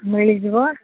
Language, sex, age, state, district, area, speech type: Odia, female, 45-60, Odisha, Sambalpur, rural, conversation